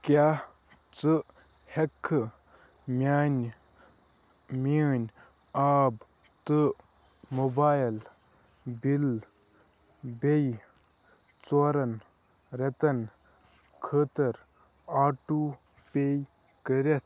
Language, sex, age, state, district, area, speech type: Kashmiri, male, 18-30, Jammu and Kashmir, Kupwara, urban, read